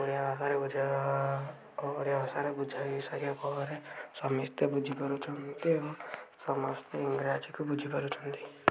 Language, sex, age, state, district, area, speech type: Odia, male, 18-30, Odisha, Kendujhar, urban, spontaneous